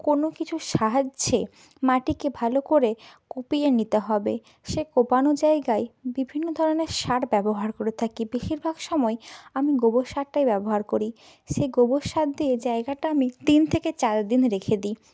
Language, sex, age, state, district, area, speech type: Bengali, female, 30-45, West Bengal, Purba Medinipur, rural, spontaneous